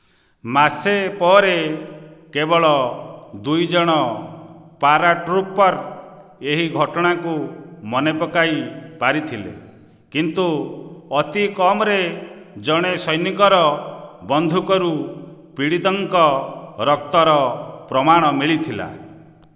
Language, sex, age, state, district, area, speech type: Odia, male, 45-60, Odisha, Nayagarh, rural, read